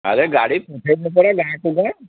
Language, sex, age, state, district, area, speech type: Odia, male, 45-60, Odisha, Mayurbhanj, rural, conversation